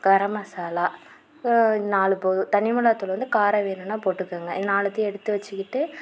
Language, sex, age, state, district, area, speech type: Tamil, female, 45-60, Tamil Nadu, Mayiladuthurai, rural, spontaneous